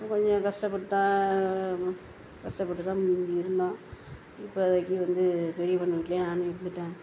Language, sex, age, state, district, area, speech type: Tamil, female, 60+, Tamil Nadu, Mayiladuthurai, urban, spontaneous